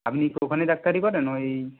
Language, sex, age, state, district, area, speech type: Bengali, male, 30-45, West Bengal, Purba Medinipur, rural, conversation